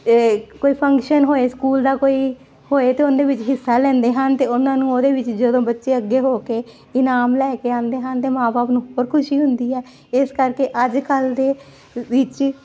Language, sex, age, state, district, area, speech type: Punjabi, female, 45-60, Punjab, Jalandhar, urban, spontaneous